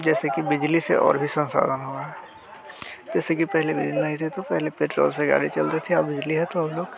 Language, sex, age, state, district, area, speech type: Hindi, male, 18-30, Bihar, Muzaffarpur, rural, spontaneous